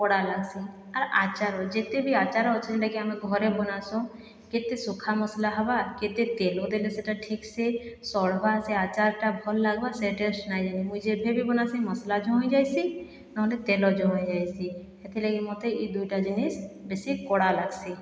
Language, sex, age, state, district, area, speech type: Odia, female, 60+, Odisha, Boudh, rural, spontaneous